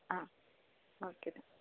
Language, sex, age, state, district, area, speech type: Malayalam, female, 18-30, Kerala, Wayanad, rural, conversation